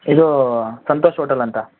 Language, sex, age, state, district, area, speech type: Kannada, male, 18-30, Karnataka, Bangalore Rural, urban, conversation